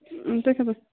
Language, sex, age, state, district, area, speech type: Kashmiri, female, 30-45, Jammu and Kashmir, Bandipora, rural, conversation